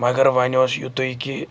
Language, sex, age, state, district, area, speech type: Kashmiri, male, 45-60, Jammu and Kashmir, Srinagar, urban, spontaneous